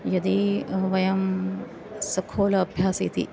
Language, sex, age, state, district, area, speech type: Sanskrit, female, 45-60, Maharashtra, Nagpur, urban, spontaneous